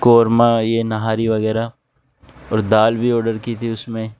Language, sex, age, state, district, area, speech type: Urdu, male, 18-30, Delhi, North West Delhi, urban, spontaneous